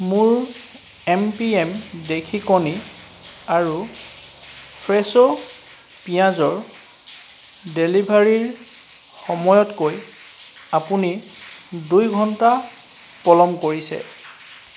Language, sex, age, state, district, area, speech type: Assamese, male, 30-45, Assam, Charaideo, urban, read